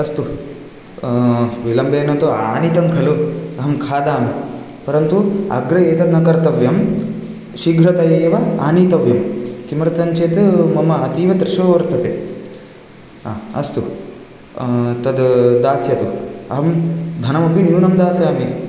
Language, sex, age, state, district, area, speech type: Sanskrit, male, 18-30, Karnataka, Raichur, urban, spontaneous